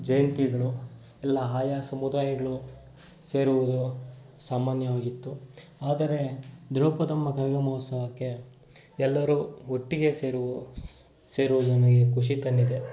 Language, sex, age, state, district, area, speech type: Kannada, male, 30-45, Karnataka, Kolar, rural, spontaneous